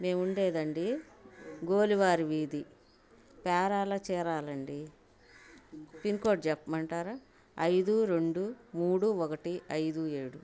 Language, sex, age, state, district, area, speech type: Telugu, female, 45-60, Andhra Pradesh, Bapatla, urban, spontaneous